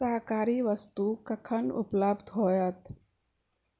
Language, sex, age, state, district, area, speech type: Maithili, female, 18-30, Bihar, Purnia, rural, read